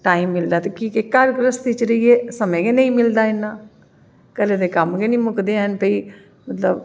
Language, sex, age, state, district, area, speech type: Dogri, female, 45-60, Jammu and Kashmir, Jammu, urban, spontaneous